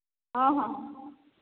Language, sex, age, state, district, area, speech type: Odia, female, 30-45, Odisha, Boudh, rural, conversation